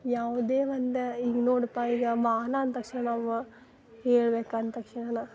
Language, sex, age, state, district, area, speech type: Kannada, female, 18-30, Karnataka, Dharwad, urban, spontaneous